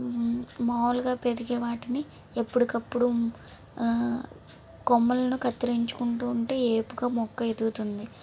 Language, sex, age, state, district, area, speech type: Telugu, female, 18-30, Andhra Pradesh, Palnadu, urban, spontaneous